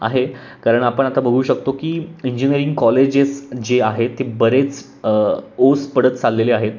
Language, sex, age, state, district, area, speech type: Marathi, male, 18-30, Maharashtra, Pune, urban, spontaneous